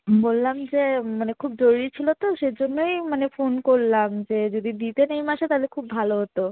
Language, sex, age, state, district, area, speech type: Bengali, female, 18-30, West Bengal, Alipurduar, rural, conversation